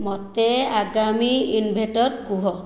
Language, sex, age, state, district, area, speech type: Odia, female, 60+, Odisha, Khordha, rural, read